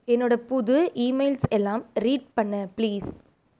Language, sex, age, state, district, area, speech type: Tamil, female, 18-30, Tamil Nadu, Erode, rural, read